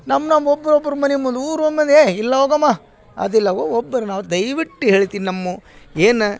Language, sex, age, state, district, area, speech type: Kannada, male, 45-60, Karnataka, Vijayanagara, rural, spontaneous